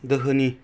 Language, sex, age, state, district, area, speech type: Bodo, male, 30-45, Assam, Baksa, urban, spontaneous